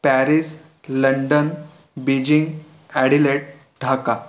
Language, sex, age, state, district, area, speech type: Marathi, male, 18-30, Maharashtra, Raigad, rural, spontaneous